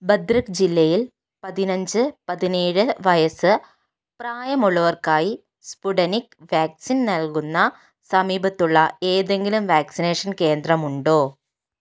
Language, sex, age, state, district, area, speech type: Malayalam, female, 30-45, Kerala, Kozhikode, urban, read